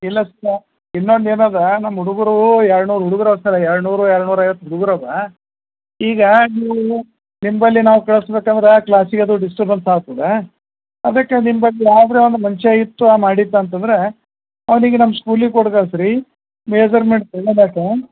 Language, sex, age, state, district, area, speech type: Kannada, male, 45-60, Karnataka, Gulbarga, urban, conversation